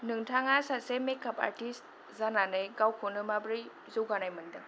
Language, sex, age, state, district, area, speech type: Bodo, female, 18-30, Assam, Kokrajhar, rural, spontaneous